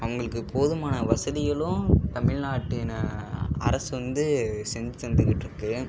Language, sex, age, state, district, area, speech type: Tamil, male, 18-30, Tamil Nadu, Ariyalur, rural, spontaneous